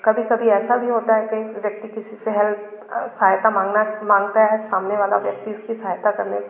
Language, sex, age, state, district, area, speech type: Hindi, female, 60+, Madhya Pradesh, Gwalior, rural, spontaneous